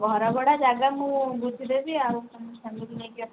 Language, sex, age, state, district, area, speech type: Odia, female, 30-45, Odisha, Sambalpur, rural, conversation